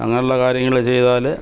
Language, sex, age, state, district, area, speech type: Malayalam, male, 60+, Kerala, Kollam, rural, spontaneous